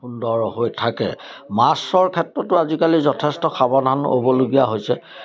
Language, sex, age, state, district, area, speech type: Assamese, male, 60+, Assam, Majuli, urban, spontaneous